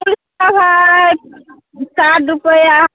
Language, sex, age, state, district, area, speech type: Maithili, female, 18-30, Bihar, Muzaffarpur, rural, conversation